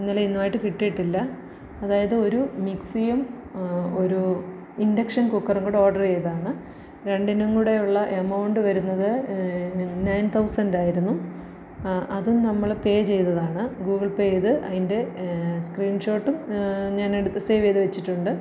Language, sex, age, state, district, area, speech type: Malayalam, female, 30-45, Kerala, Pathanamthitta, rural, spontaneous